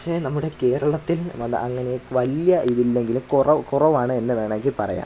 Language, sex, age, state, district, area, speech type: Malayalam, male, 18-30, Kerala, Kollam, rural, spontaneous